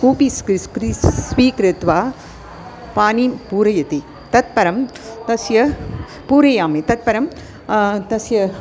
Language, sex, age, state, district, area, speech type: Sanskrit, female, 60+, Tamil Nadu, Thanjavur, urban, spontaneous